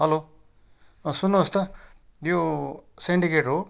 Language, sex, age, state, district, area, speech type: Nepali, male, 60+, West Bengal, Kalimpong, rural, spontaneous